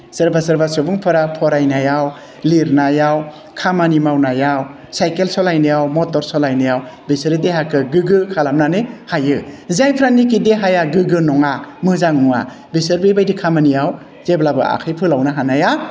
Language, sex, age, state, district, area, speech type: Bodo, male, 45-60, Assam, Udalguri, urban, spontaneous